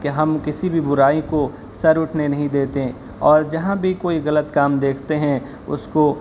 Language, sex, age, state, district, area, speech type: Urdu, male, 18-30, Delhi, East Delhi, urban, spontaneous